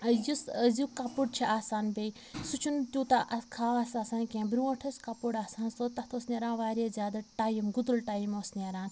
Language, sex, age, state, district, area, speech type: Kashmiri, female, 18-30, Jammu and Kashmir, Pulwama, rural, spontaneous